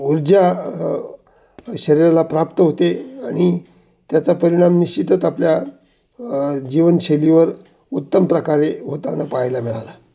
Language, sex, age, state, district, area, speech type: Marathi, male, 60+, Maharashtra, Ahmednagar, urban, spontaneous